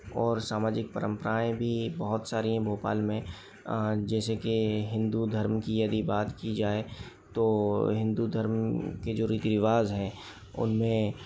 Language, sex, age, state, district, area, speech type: Hindi, male, 30-45, Madhya Pradesh, Bhopal, urban, spontaneous